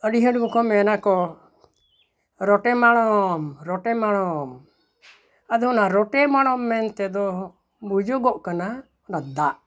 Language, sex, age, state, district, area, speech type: Santali, male, 60+, West Bengal, Bankura, rural, spontaneous